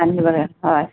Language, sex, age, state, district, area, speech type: Assamese, female, 60+, Assam, Lakhimpur, urban, conversation